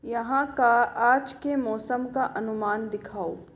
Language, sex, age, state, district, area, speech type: Hindi, female, 60+, Rajasthan, Jaipur, urban, read